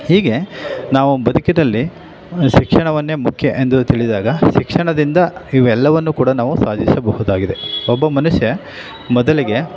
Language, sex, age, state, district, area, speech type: Kannada, male, 45-60, Karnataka, Chamarajanagar, urban, spontaneous